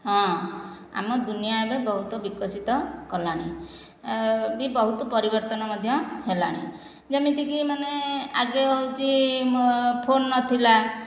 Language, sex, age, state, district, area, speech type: Odia, female, 60+, Odisha, Khordha, rural, spontaneous